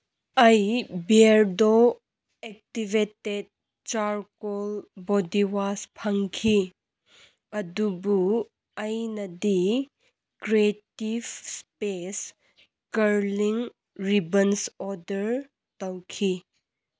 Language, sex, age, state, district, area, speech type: Manipuri, female, 18-30, Manipur, Kangpokpi, urban, read